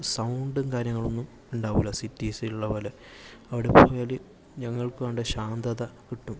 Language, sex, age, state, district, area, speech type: Malayalam, male, 18-30, Kerala, Kasaragod, urban, spontaneous